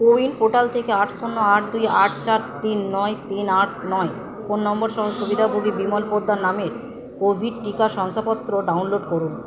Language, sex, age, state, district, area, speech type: Bengali, female, 30-45, West Bengal, Purba Bardhaman, urban, read